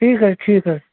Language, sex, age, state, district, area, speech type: Kashmiri, male, 30-45, Jammu and Kashmir, Bandipora, rural, conversation